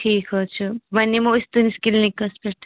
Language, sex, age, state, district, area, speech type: Kashmiri, female, 18-30, Jammu and Kashmir, Anantnag, rural, conversation